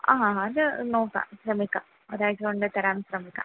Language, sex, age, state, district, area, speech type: Malayalam, female, 30-45, Kerala, Kannur, urban, conversation